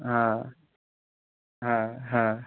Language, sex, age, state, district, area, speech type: Bengali, male, 18-30, West Bengal, Howrah, urban, conversation